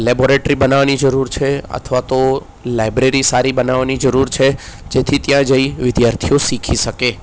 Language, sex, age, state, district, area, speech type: Gujarati, male, 30-45, Gujarat, Kheda, urban, spontaneous